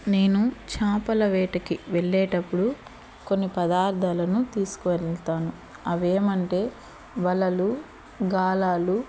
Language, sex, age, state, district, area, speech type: Telugu, female, 30-45, Andhra Pradesh, Eluru, urban, spontaneous